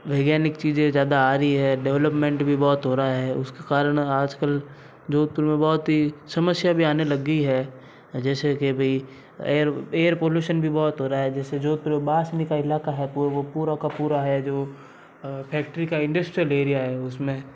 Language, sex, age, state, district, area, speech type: Hindi, male, 60+, Rajasthan, Jodhpur, urban, spontaneous